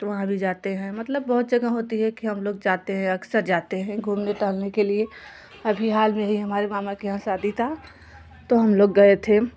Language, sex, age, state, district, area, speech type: Hindi, female, 30-45, Uttar Pradesh, Jaunpur, urban, spontaneous